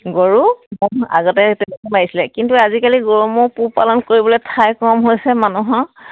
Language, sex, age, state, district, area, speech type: Assamese, female, 45-60, Assam, Charaideo, rural, conversation